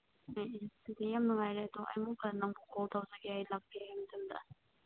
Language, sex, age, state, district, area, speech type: Manipuri, female, 18-30, Manipur, Senapati, urban, conversation